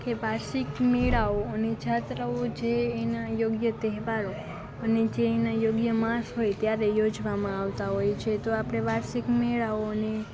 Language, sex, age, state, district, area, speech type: Gujarati, female, 18-30, Gujarat, Rajkot, rural, spontaneous